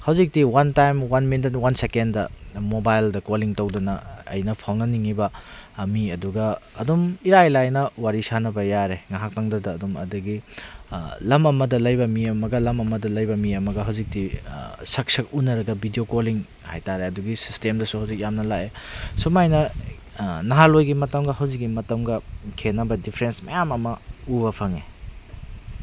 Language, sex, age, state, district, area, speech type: Manipuri, male, 30-45, Manipur, Kakching, rural, spontaneous